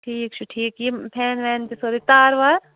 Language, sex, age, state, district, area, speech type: Kashmiri, female, 30-45, Jammu and Kashmir, Shopian, rural, conversation